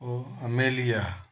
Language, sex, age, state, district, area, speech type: Sindhi, male, 18-30, Gujarat, Kutch, rural, spontaneous